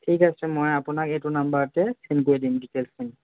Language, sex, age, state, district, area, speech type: Assamese, male, 18-30, Assam, Jorhat, urban, conversation